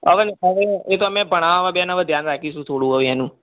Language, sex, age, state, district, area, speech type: Gujarati, male, 18-30, Gujarat, Mehsana, rural, conversation